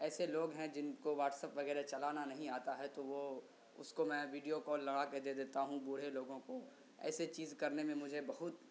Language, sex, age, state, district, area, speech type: Urdu, male, 18-30, Bihar, Saharsa, rural, spontaneous